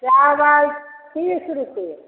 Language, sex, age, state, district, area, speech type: Maithili, female, 60+, Bihar, Begusarai, rural, conversation